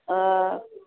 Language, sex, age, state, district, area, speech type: Kannada, female, 60+, Karnataka, Mandya, rural, conversation